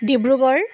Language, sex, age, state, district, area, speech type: Assamese, female, 45-60, Assam, Dibrugarh, rural, spontaneous